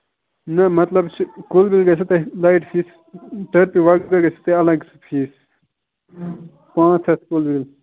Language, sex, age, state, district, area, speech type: Kashmiri, male, 18-30, Jammu and Kashmir, Ganderbal, rural, conversation